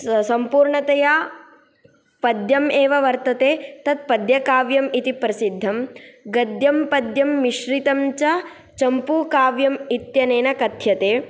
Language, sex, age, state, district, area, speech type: Sanskrit, female, 18-30, Karnataka, Tumkur, urban, spontaneous